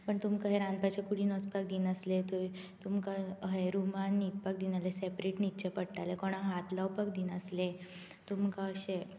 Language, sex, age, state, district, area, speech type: Goan Konkani, female, 18-30, Goa, Bardez, rural, spontaneous